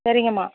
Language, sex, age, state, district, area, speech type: Tamil, female, 60+, Tamil Nadu, Mayiladuthurai, urban, conversation